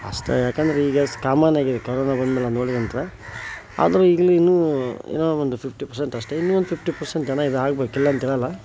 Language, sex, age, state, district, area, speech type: Kannada, male, 30-45, Karnataka, Koppal, rural, spontaneous